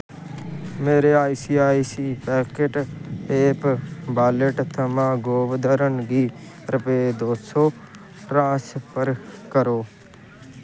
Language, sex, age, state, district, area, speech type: Dogri, male, 18-30, Jammu and Kashmir, Kathua, rural, read